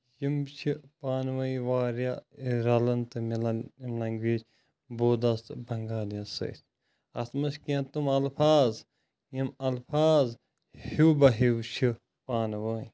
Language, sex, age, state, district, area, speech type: Kashmiri, male, 30-45, Jammu and Kashmir, Kulgam, rural, spontaneous